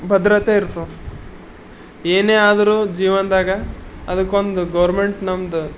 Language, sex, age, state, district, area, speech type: Kannada, male, 30-45, Karnataka, Bidar, urban, spontaneous